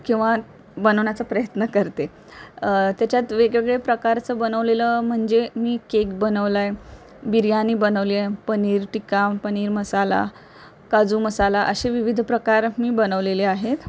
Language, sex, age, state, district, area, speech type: Marathi, female, 18-30, Maharashtra, Pune, urban, spontaneous